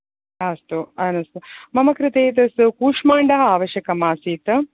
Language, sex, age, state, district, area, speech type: Sanskrit, female, 30-45, Karnataka, Dakshina Kannada, urban, conversation